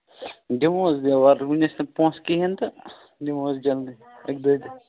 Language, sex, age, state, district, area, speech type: Kashmiri, male, 18-30, Jammu and Kashmir, Budgam, rural, conversation